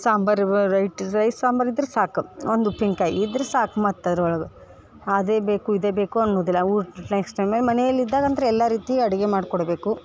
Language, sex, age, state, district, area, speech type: Kannada, female, 18-30, Karnataka, Dharwad, urban, spontaneous